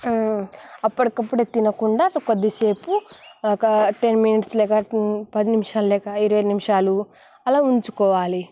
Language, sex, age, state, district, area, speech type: Telugu, female, 18-30, Telangana, Nalgonda, rural, spontaneous